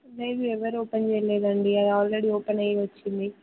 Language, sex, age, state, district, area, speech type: Telugu, female, 18-30, Telangana, Siddipet, rural, conversation